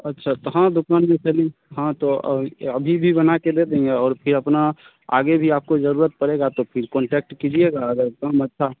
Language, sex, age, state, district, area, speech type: Hindi, male, 18-30, Bihar, Begusarai, rural, conversation